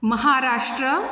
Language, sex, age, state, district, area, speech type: Goan Konkani, female, 30-45, Goa, Bardez, rural, spontaneous